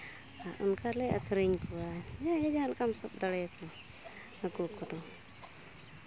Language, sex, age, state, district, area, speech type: Santali, female, 30-45, Jharkhand, Seraikela Kharsawan, rural, spontaneous